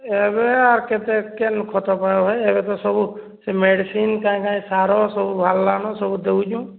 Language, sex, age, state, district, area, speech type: Odia, male, 18-30, Odisha, Boudh, rural, conversation